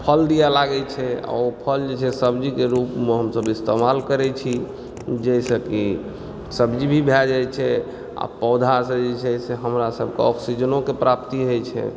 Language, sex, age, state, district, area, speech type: Maithili, male, 30-45, Bihar, Supaul, rural, spontaneous